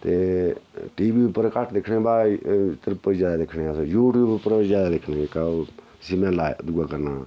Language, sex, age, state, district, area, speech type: Dogri, male, 45-60, Jammu and Kashmir, Udhampur, rural, spontaneous